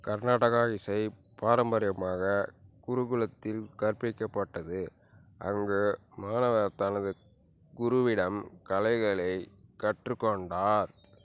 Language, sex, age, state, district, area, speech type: Tamil, male, 30-45, Tamil Nadu, Tiruchirappalli, rural, read